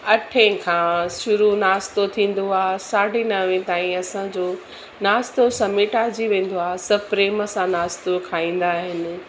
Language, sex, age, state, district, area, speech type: Sindhi, female, 45-60, Gujarat, Surat, urban, spontaneous